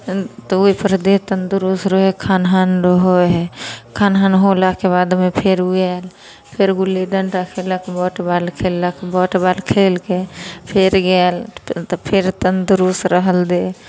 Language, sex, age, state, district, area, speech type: Maithili, female, 18-30, Bihar, Samastipur, rural, spontaneous